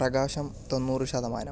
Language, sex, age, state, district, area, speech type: Malayalam, male, 18-30, Kerala, Palakkad, urban, read